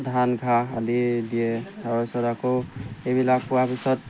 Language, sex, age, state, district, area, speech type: Assamese, male, 30-45, Assam, Golaghat, rural, spontaneous